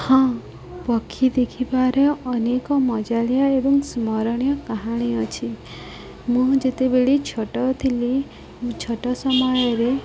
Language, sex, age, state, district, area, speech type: Odia, female, 30-45, Odisha, Subarnapur, urban, spontaneous